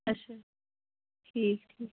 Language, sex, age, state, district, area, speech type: Kashmiri, female, 18-30, Jammu and Kashmir, Ganderbal, rural, conversation